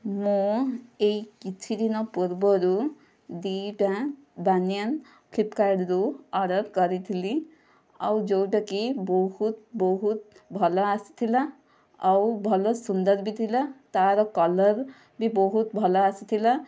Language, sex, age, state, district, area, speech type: Odia, female, 18-30, Odisha, Kandhamal, rural, spontaneous